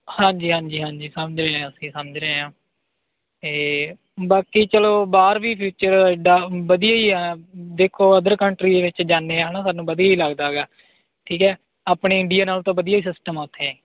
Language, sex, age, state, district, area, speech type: Punjabi, male, 18-30, Punjab, Bathinda, rural, conversation